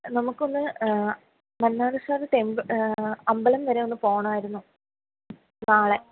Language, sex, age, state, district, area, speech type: Malayalam, female, 30-45, Kerala, Kottayam, urban, conversation